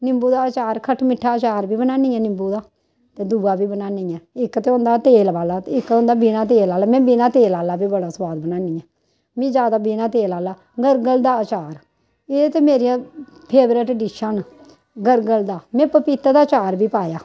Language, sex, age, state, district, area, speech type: Dogri, female, 45-60, Jammu and Kashmir, Samba, rural, spontaneous